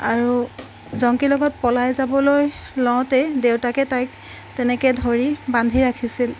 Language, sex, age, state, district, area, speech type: Assamese, female, 45-60, Assam, Golaghat, urban, spontaneous